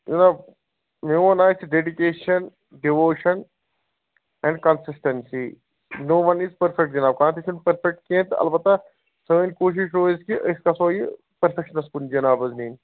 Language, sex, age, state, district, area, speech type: Kashmiri, male, 30-45, Jammu and Kashmir, Baramulla, urban, conversation